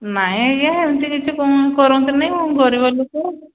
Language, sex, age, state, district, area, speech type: Odia, female, 45-60, Odisha, Angul, rural, conversation